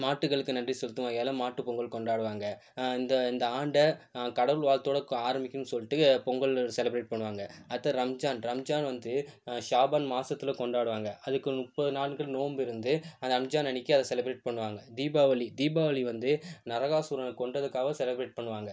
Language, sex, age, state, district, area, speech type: Tamil, male, 18-30, Tamil Nadu, Viluppuram, urban, spontaneous